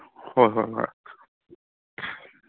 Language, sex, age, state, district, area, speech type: Manipuri, male, 30-45, Manipur, Kangpokpi, urban, conversation